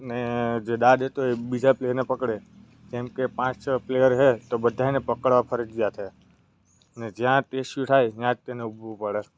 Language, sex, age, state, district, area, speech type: Gujarati, male, 18-30, Gujarat, Narmada, rural, spontaneous